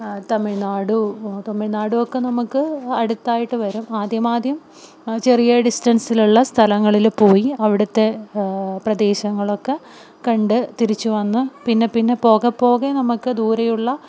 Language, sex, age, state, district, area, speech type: Malayalam, female, 30-45, Kerala, Palakkad, rural, spontaneous